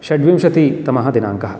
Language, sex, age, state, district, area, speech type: Sanskrit, male, 30-45, Karnataka, Uttara Kannada, rural, spontaneous